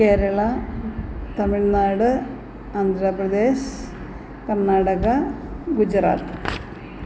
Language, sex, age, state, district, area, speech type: Malayalam, female, 45-60, Kerala, Alappuzha, rural, spontaneous